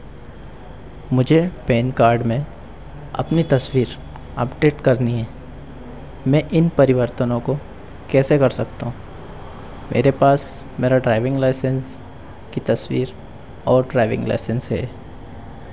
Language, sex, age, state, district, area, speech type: Hindi, male, 60+, Madhya Pradesh, Harda, urban, read